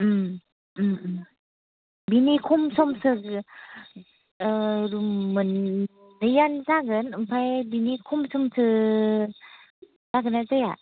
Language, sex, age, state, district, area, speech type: Bodo, female, 30-45, Assam, Chirang, rural, conversation